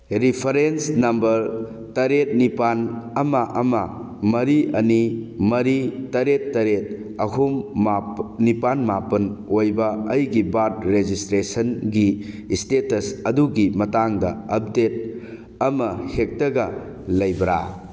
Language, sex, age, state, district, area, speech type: Manipuri, male, 45-60, Manipur, Churachandpur, rural, read